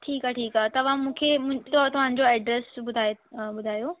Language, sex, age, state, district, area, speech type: Sindhi, female, 18-30, Delhi, South Delhi, urban, conversation